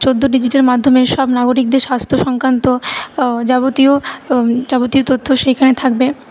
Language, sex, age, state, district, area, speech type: Bengali, female, 30-45, West Bengal, Paschim Bardhaman, urban, spontaneous